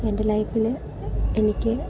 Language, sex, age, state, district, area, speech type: Malayalam, female, 18-30, Kerala, Ernakulam, rural, spontaneous